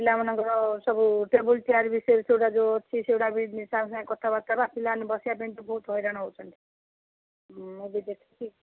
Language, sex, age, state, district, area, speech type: Odia, female, 45-60, Odisha, Sundergarh, rural, conversation